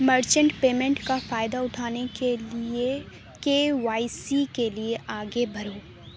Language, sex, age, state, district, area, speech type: Urdu, female, 30-45, Uttar Pradesh, Aligarh, rural, read